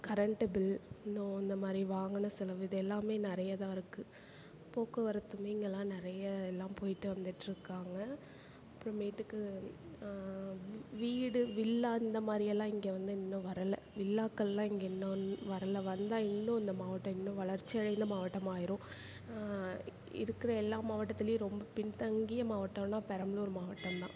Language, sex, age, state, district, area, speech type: Tamil, female, 45-60, Tamil Nadu, Perambalur, urban, spontaneous